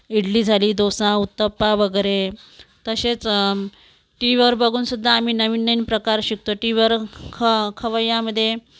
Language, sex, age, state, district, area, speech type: Marathi, female, 45-60, Maharashtra, Amravati, urban, spontaneous